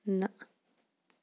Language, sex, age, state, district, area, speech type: Kashmiri, female, 18-30, Jammu and Kashmir, Kulgam, rural, read